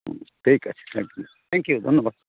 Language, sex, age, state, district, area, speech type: Bengali, male, 45-60, West Bengal, Hooghly, rural, conversation